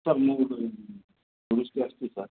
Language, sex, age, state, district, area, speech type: Odia, male, 45-60, Odisha, Koraput, urban, conversation